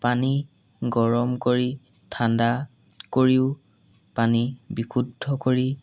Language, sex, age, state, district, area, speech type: Assamese, male, 18-30, Assam, Golaghat, rural, spontaneous